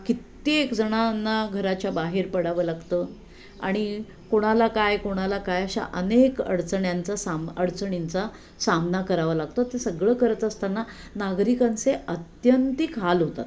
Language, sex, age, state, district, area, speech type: Marathi, female, 60+, Maharashtra, Sangli, urban, spontaneous